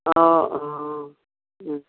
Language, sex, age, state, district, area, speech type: Assamese, female, 60+, Assam, Lakhimpur, urban, conversation